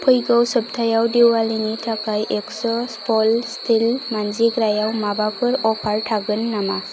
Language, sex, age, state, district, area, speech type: Bodo, female, 18-30, Assam, Kokrajhar, rural, read